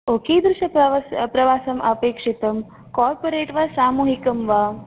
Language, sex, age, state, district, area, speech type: Sanskrit, female, 18-30, Karnataka, Udupi, urban, conversation